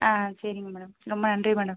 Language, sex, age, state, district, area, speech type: Tamil, female, 30-45, Tamil Nadu, Pudukkottai, rural, conversation